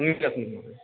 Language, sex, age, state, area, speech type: Sanskrit, male, 18-30, Rajasthan, rural, conversation